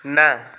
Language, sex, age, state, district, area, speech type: Odia, male, 18-30, Odisha, Balasore, rural, read